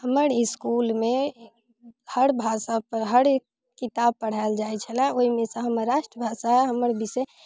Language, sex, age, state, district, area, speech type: Maithili, female, 18-30, Bihar, Muzaffarpur, rural, spontaneous